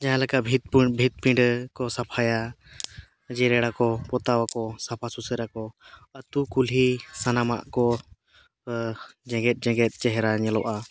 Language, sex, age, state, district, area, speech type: Santali, male, 30-45, Jharkhand, East Singhbhum, rural, spontaneous